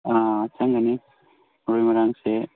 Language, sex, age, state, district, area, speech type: Manipuri, male, 18-30, Manipur, Kangpokpi, urban, conversation